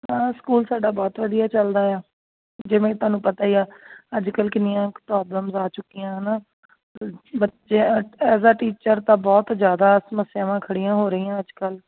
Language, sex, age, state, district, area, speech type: Punjabi, female, 30-45, Punjab, Jalandhar, rural, conversation